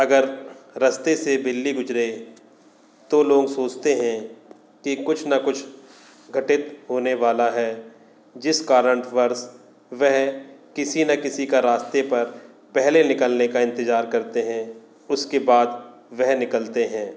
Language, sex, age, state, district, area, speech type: Hindi, male, 30-45, Madhya Pradesh, Katni, urban, spontaneous